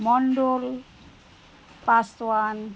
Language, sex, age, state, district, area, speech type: Bengali, female, 45-60, West Bengal, Alipurduar, rural, spontaneous